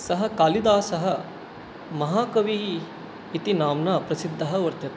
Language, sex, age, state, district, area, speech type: Sanskrit, male, 18-30, West Bengal, Alipurduar, rural, spontaneous